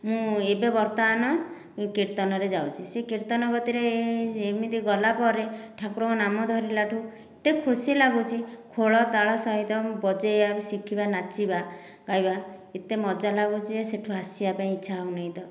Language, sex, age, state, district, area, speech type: Odia, female, 60+, Odisha, Dhenkanal, rural, spontaneous